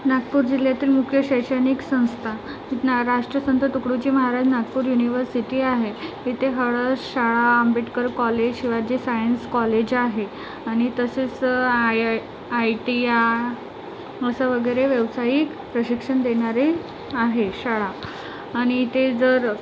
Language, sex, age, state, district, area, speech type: Marathi, female, 30-45, Maharashtra, Nagpur, urban, spontaneous